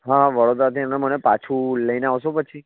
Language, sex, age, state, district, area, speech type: Gujarati, male, 18-30, Gujarat, Anand, rural, conversation